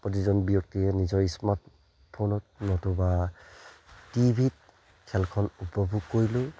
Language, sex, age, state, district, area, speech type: Assamese, male, 30-45, Assam, Charaideo, rural, spontaneous